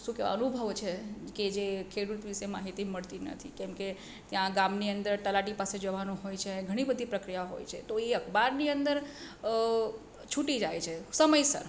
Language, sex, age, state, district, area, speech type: Gujarati, female, 45-60, Gujarat, Surat, urban, spontaneous